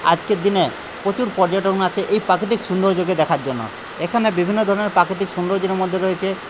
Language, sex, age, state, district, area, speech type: Bengali, male, 30-45, West Bengal, Jhargram, rural, spontaneous